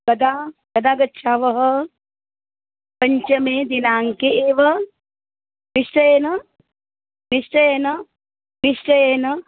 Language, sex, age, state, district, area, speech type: Sanskrit, female, 45-60, Maharashtra, Nagpur, urban, conversation